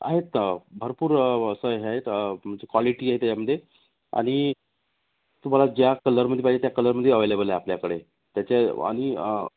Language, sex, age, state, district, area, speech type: Marathi, male, 30-45, Maharashtra, Nagpur, urban, conversation